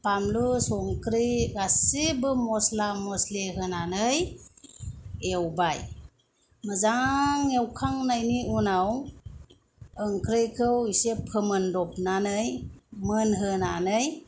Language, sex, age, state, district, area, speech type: Bodo, female, 30-45, Assam, Kokrajhar, rural, spontaneous